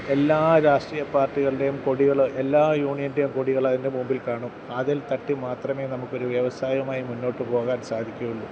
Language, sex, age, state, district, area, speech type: Malayalam, male, 45-60, Kerala, Kottayam, urban, spontaneous